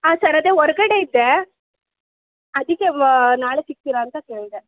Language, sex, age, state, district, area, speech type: Kannada, female, 18-30, Karnataka, Mysore, rural, conversation